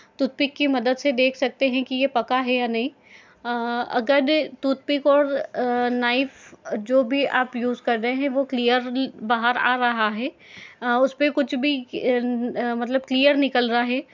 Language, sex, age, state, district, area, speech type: Hindi, female, 30-45, Madhya Pradesh, Indore, urban, spontaneous